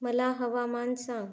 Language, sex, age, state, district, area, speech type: Marathi, female, 30-45, Maharashtra, Yavatmal, rural, read